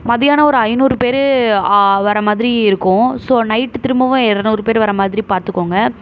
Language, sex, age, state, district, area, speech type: Tamil, female, 18-30, Tamil Nadu, Mayiladuthurai, urban, spontaneous